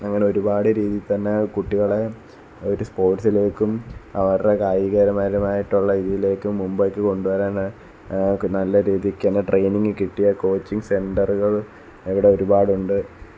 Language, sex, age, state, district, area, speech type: Malayalam, male, 18-30, Kerala, Alappuzha, rural, spontaneous